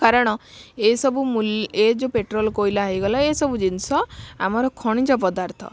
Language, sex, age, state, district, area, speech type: Odia, female, 18-30, Odisha, Bhadrak, rural, spontaneous